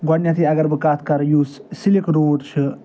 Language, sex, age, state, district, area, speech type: Kashmiri, male, 30-45, Jammu and Kashmir, Ganderbal, rural, spontaneous